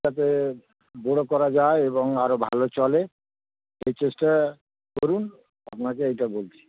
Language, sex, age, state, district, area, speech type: Bengali, male, 45-60, West Bengal, Darjeeling, rural, conversation